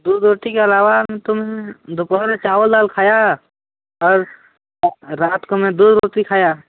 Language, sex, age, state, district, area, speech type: Hindi, male, 18-30, Uttar Pradesh, Sonbhadra, rural, conversation